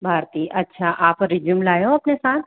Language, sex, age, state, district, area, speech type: Hindi, female, 18-30, Rajasthan, Jaipur, urban, conversation